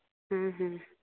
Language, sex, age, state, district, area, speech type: Santali, female, 18-30, West Bengal, Malda, rural, conversation